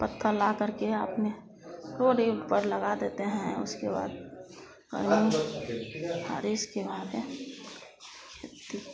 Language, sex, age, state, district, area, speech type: Hindi, female, 30-45, Bihar, Madhepura, rural, spontaneous